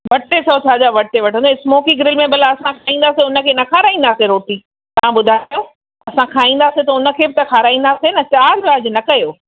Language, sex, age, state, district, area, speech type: Sindhi, female, 45-60, Rajasthan, Ajmer, urban, conversation